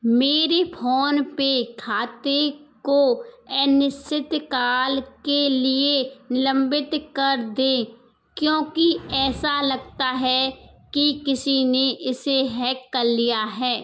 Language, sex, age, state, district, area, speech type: Hindi, female, 18-30, Rajasthan, Karauli, rural, read